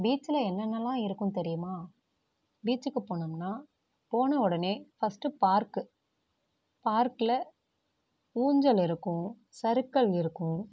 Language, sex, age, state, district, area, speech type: Tamil, female, 45-60, Tamil Nadu, Tiruvarur, rural, spontaneous